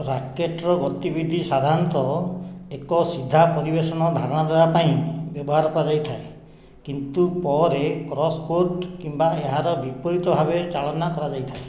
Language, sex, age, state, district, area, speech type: Odia, male, 60+, Odisha, Khordha, rural, read